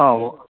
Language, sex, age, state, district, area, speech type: Manipuri, male, 30-45, Manipur, Churachandpur, rural, conversation